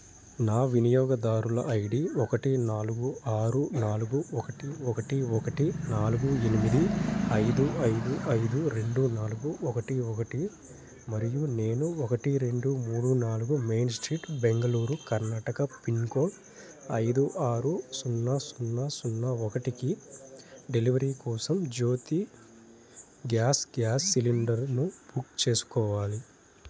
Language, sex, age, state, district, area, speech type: Telugu, male, 18-30, Andhra Pradesh, Nellore, rural, read